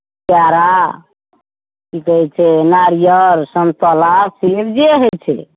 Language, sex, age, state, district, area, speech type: Maithili, female, 60+, Bihar, Saharsa, rural, conversation